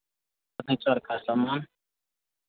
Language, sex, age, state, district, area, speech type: Hindi, male, 30-45, Bihar, Madhepura, rural, conversation